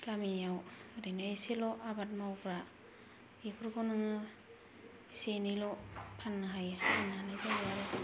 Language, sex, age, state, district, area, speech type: Bodo, female, 18-30, Assam, Kokrajhar, rural, spontaneous